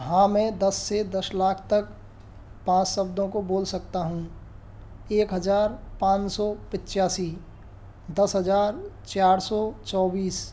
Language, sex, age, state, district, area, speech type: Hindi, male, 30-45, Rajasthan, Karauli, urban, spontaneous